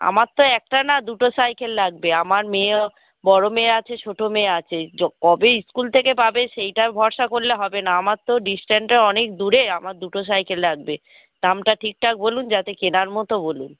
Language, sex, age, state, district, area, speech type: Bengali, female, 45-60, West Bengal, Hooghly, rural, conversation